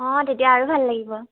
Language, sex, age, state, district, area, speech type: Assamese, female, 18-30, Assam, Dhemaji, urban, conversation